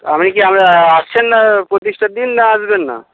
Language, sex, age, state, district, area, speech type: Bengali, male, 45-60, West Bengal, Jhargram, rural, conversation